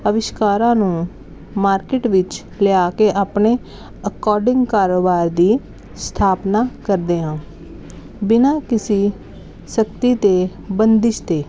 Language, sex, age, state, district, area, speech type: Punjabi, female, 30-45, Punjab, Jalandhar, urban, spontaneous